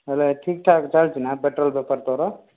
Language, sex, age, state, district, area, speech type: Odia, male, 18-30, Odisha, Rayagada, urban, conversation